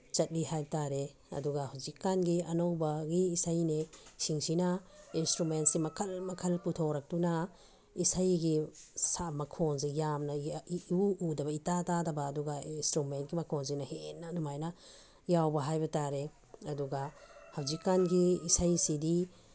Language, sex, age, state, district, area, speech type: Manipuri, female, 45-60, Manipur, Tengnoupal, urban, spontaneous